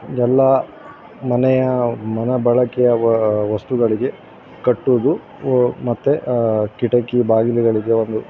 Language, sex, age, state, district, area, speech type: Kannada, male, 30-45, Karnataka, Udupi, rural, spontaneous